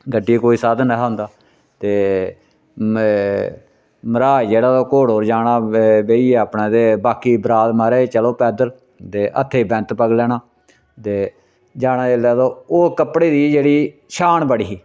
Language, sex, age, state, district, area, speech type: Dogri, male, 60+, Jammu and Kashmir, Reasi, rural, spontaneous